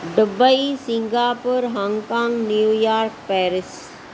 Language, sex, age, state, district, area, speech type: Sindhi, female, 45-60, Maharashtra, Thane, urban, spontaneous